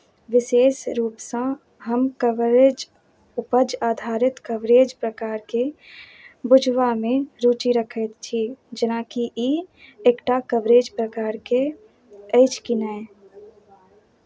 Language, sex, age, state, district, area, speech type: Maithili, female, 30-45, Bihar, Madhubani, rural, read